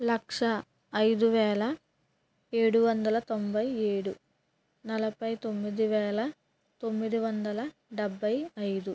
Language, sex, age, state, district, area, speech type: Telugu, female, 30-45, Andhra Pradesh, West Godavari, rural, spontaneous